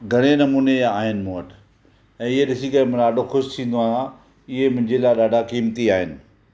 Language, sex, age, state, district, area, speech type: Sindhi, male, 45-60, Maharashtra, Thane, urban, spontaneous